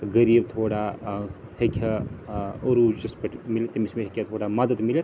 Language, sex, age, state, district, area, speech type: Kashmiri, male, 30-45, Jammu and Kashmir, Srinagar, urban, spontaneous